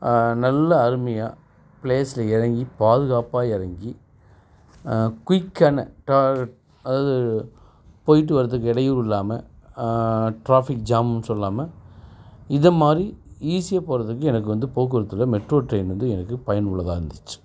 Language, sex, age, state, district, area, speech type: Tamil, male, 45-60, Tamil Nadu, Perambalur, rural, spontaneous